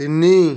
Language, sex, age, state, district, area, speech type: Odia, male, 30-45, Odisha, Kendujhar, urban, read